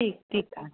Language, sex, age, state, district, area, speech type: Sindhi, female, 45-60, Uttar Pradesh, Lucknow, urban, conversation